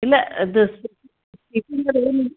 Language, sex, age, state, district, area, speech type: Kannada, female, 45-60, Karnataka, Gulbarga, urban, conversation